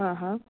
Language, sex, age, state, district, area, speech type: Gujarati, female, 18-30, Gujarat, Rajkot, urban, conversation